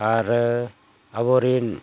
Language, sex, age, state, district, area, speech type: Santali, male, 45-60, Jharkhand, Bokaro, rural, spontaneous